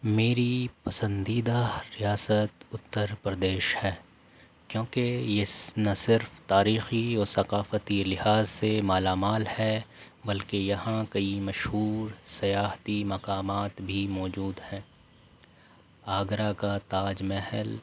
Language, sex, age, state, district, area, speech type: Urdu, male, 18-30, Delhi, North East Delhi, urban, spontaneous